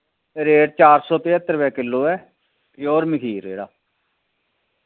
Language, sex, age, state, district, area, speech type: Dogri, male, 45-60, Jammu and Kashmir, Reasi, rural, conversation